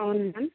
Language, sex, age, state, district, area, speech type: Telugu, female, 18-30, Andhra Pradesh, Krishna, rural, conversation